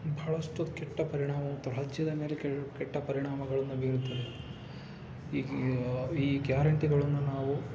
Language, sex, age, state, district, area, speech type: Kannada, male, 18-30, Karnataka, Davanagere, urban, spontaneous